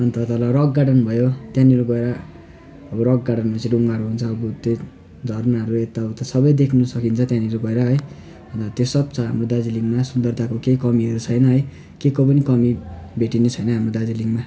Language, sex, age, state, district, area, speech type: Nepali, male, 18-30, West Bengal, Darjeeling, rural, spontaneous